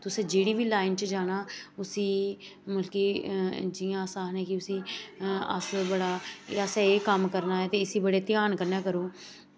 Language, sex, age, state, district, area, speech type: Dogri, female, 45-60, Jammu and Kashmir, Samba, urban, spontaneous